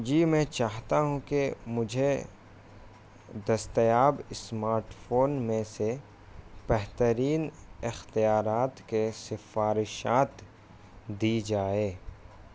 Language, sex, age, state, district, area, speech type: Urdu, male, 18-30, Bihar, Gaya, rural, spontaneous